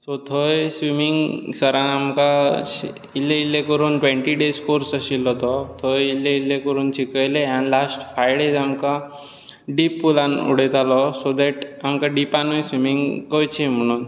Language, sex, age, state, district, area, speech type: Goan Konkani, male, 18-30, Goa, Bardez, urban, spontaneous